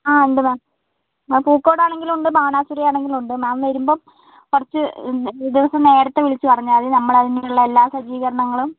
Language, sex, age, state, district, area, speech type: Malayalam, female, 18-30, Kerala, Wayanad, rural, conversation